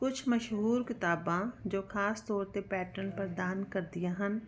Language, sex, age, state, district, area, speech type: Punjabi, female, 45-60, Punjab, Jalandhar, urban, spontaneous